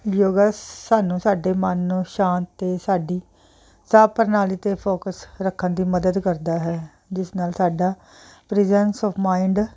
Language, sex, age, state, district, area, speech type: Punjabi, female, 45-60, Punjab, Jalandhar, urban, spontaneous